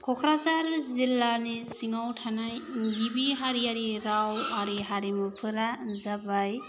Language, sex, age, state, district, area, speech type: Bodo, female, 30-45, Assam, Kokrajhar, rural, spontaneous